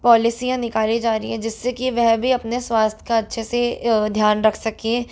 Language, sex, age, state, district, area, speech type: Hindi, female, 18-30, Rajasthan, Jodhpur, urban, spontaneous